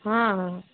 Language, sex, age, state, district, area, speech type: Hindi, female, 30-45, Uttar Pradesh, Prayagraj, rural, conversation